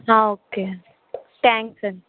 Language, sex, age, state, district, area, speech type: Telugu, female, 45-60, Andhra Pradesh, Krishna, urban, conversation